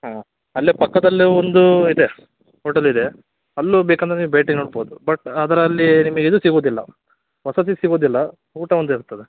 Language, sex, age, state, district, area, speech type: Kannada, male, 18-30, Karnataka, Davanagere, rural, conversation